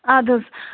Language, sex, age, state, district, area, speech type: Kashmiri, female, 30-45, Jammu and Kashmir, Anantnag, rural, conversation